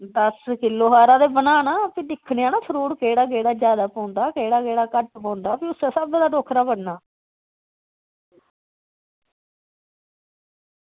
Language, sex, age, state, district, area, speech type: Dogri, female, 60+, Jammu and Kashmir, Udhampur, rural, conversation